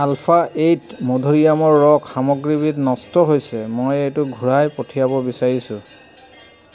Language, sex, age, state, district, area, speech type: Assamese, male, 30-45, Assam, Charaideo, urban, read